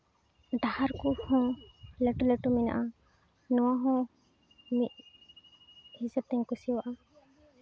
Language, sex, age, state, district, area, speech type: Santali, female, 18-30, West Bengal, Uttar Dinajpur, rural, spontaneous